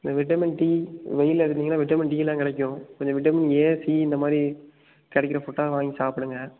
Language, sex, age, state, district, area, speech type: Tamil, male, 18-30, Tamil Nadu, Tiruppur, rural, conversation